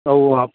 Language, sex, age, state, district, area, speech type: Tamil, male, 30-45, Tamil Nadu, Krishnagiri, rural, conversation